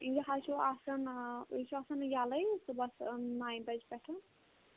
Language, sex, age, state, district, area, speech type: Kashmiri, female, 18-30, Jammu and Kashmir, Kulgam, rural, conversation